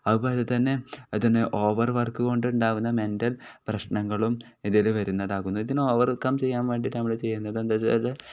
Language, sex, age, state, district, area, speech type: Malayalam, male, 18-30, Kerala, Kozhikode, rural, spontaneous